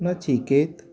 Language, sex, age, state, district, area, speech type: Marathi, male, 45-60, Maharashtra, Osmanabad, rural, spontaneous